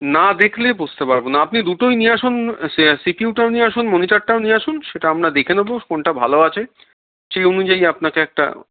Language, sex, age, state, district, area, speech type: Bengali, male, 45-60, West Bengal, Darjeeling, rural, conversation